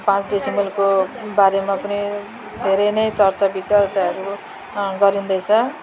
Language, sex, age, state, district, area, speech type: Nepali, female, 45-60, West Bengal, Darjeeling, rural, spontaneous